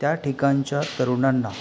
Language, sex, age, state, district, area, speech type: Marathi, male, 45-60, Maharashtra, Palghar, rural, spontaneous